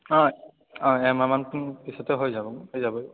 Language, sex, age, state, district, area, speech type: Assamese, male, 30-45, Assam, Biswanath, rural, conversation